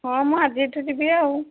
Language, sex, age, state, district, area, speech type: Odia, female, 30-45, Odisha, Bhadrak, rural, conversation